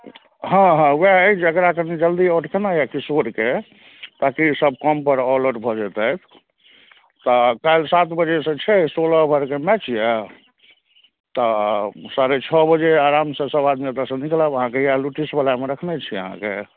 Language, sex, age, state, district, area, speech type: Maithili, male, 30-45, Bihar, Madhubani, rural, conversation